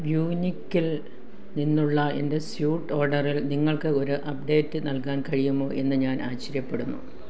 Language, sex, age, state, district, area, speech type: Malayalam, female, 45-60, Kerala, Kollam, rural, read